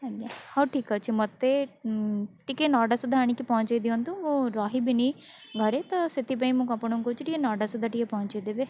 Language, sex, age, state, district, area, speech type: Odia, female, 45-60, Odisha, Bhadrak, rural, spontaneous